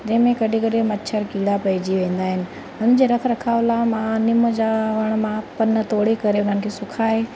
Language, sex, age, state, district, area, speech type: Sindhi, female, 30-45, Rajasthan, Ajmer, urban, spontaneous